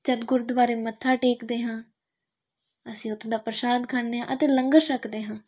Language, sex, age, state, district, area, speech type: Punjabi, female, 18-30, Punjab, Tarn Taran, rural, spontaneous